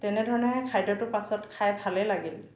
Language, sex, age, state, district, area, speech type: Assamese, female, 45-60, Assam, Dhemaji, rural, spontaneous